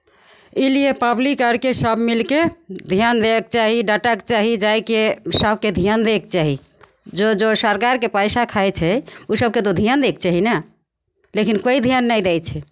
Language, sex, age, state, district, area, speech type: Maithili, female, 45-60, Bihar, Begusarai, rural, spontaneous